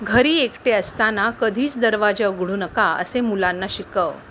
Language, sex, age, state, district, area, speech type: Marathi, female, 30-45, Maharashtra, Mumbai Suburban, urban, read